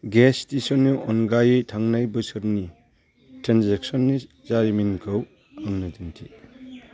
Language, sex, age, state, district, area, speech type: Bodo, male, 45-60, Assam, Chirang, rural, read